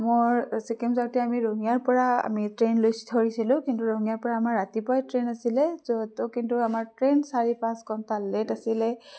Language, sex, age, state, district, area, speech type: Assamese, female, 30-45, Assam, Udalguri, urban, spontaneous